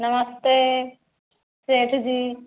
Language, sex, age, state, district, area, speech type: Hindi, female, 60+, Uttar Pradesh, Ayodhya, rural, conversation